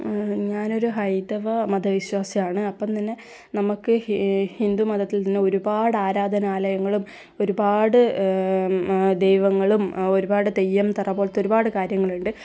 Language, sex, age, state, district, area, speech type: Malayalam, female, 18-30, Kerala, Kannur, rural, spontaneous